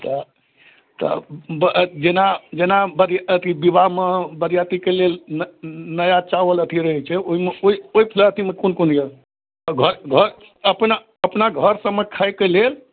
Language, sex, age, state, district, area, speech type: Maithili, male, 30-45, Bihar, Darbhanga, urban, conversation